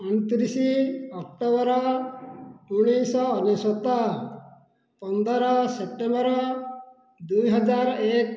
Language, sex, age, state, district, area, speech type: Odia, male, 60+, Odisha, Dhenkanal, rural, spontaneous